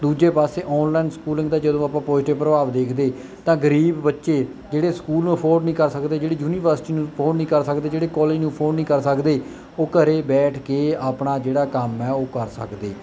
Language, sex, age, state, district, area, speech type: Punjabi, male, 18-30, Punjab, Kapurthala, rural, spontaneous